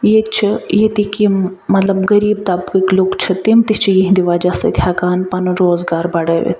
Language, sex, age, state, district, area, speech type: Kashmiri, female, 60+, Jammu and Kashmir, Ganderbal, rural, spontaneous